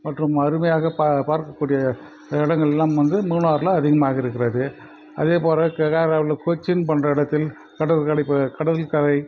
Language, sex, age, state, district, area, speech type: Tamil, male, 45-60, Tamil Nadu, Krishnagiri, rural, spontaneous